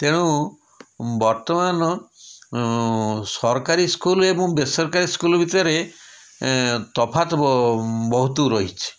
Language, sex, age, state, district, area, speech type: Odia, male, 60+, Odisha, Puri, urban, spontaneous